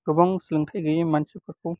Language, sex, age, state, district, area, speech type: Bodo, male, 18-30, Assam, Baksa, rural, spontaneous